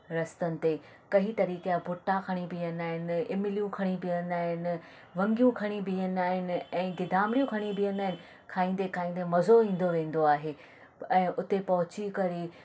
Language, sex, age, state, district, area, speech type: Sindhi, female, 30-45, Maharashtra, Thane, urban, spontaneous